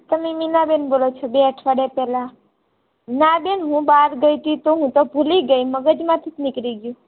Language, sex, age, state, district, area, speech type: Gujarati, female, 18-30, Gujarat, Ahmedabad, urban, conversation